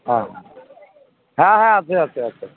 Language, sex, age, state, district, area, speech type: Bengali, male, 45-60, West Bengal, Alipurduar, rural, conversation